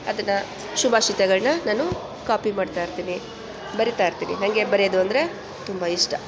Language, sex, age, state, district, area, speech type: Kannada, female, 45-60, Karnataka, Chamarajanagar, rural, spontaneous